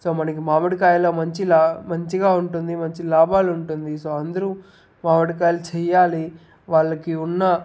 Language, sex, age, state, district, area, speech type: Telugu, male, 30-45, Andhra Pradesh, Chittoor, rural, spontaneous